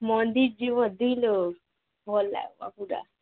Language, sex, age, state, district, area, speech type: Odia, female, 18-30, Odisha, Nuapada, urban, conversation